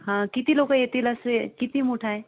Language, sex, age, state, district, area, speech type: Marathi, female, 18-30, Maharashtra, Gondia, rural, conversation